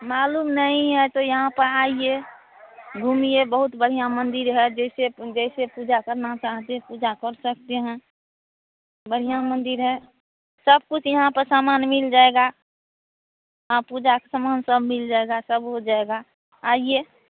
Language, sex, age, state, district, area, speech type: Hindi, female, 45-60, Bihar, Madhepura, rural, conversation